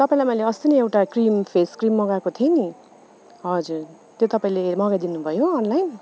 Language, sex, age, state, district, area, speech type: Nepali, female, 30-45, West Bengal, Darjeeling, rural, spontaneous